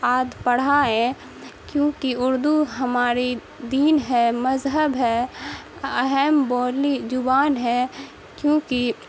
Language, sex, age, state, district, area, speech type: Urdu, female, 18-30, Bihar, Saharsa, rural, spontaneous